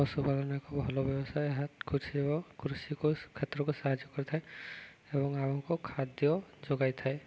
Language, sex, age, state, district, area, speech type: Odia, male, 18-30, Odisha, Subarnapur, urban, spontaneous